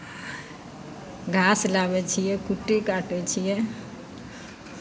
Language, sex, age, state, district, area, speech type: Maithili, female, 45-60, Bihar, Madhepura, rural, spontaneous